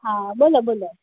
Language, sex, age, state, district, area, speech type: Gujarati, female, 30-45, Gujarat, Kheda, rural, conversation